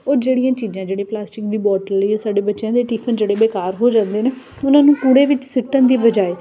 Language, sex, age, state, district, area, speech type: Punjabi, female, 30-45, Punjab, Ludhiana, urban, spontaneous